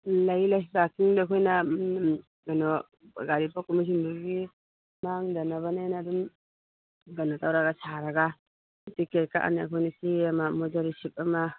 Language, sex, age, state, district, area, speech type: Manipuri, female, 45-60, Manipur, Churachandpur, urban, conversation